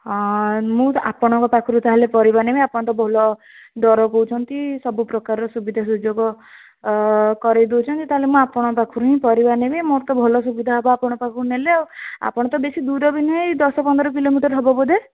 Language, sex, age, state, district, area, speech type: Odia, female, 18-30, Odisha, Jajpur, rural, conversation